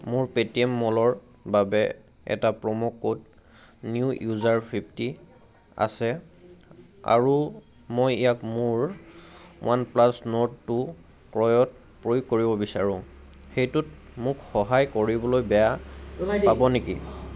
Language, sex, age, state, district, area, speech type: Assamese, male, 18-30, Assam, Sivasagar, rural, read